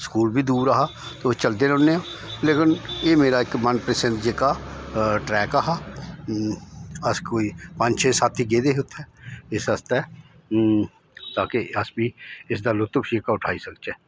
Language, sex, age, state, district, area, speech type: Dogri, male, 60+, Jammu and Kashmir, Udhampur, rural, spontaneous